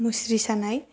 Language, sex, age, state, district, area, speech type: Bodo, female, 18-30, Assam, Baksa, rural, spontaneous